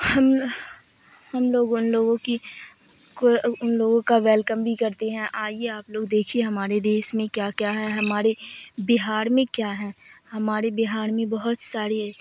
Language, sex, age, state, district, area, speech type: Urdu, female, 30-45, Bihar, Supaul, rural, spontaneous